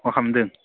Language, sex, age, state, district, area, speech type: Bodo, male, 18-30, Assam, Baksa, rural, conversation